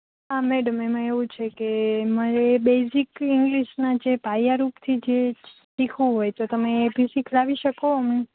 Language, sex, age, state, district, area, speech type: Gujarati, female, 18-30, Gujarat, Rajkot, rural, conversation